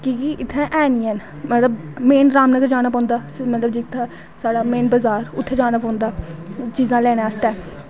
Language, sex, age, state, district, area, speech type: Dogri, female, 18-30, Jammu and Kashmir, Udhampur, rural, spontaneous